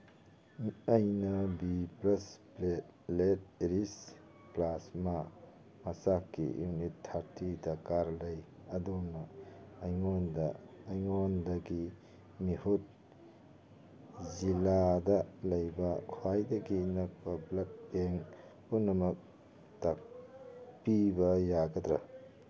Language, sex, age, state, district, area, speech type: Manipuri, male, 45-60, Manipur, Churachandpur, urban, read